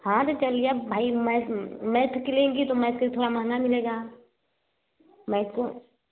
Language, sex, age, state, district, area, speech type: Hindi, female, 30-45, Uttar Pradesh, Varanasi, urban, conversation